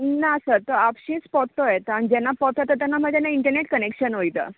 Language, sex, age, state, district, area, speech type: Goan Konkani, female, 18-30, Goa, Tiswadi, rural, conversation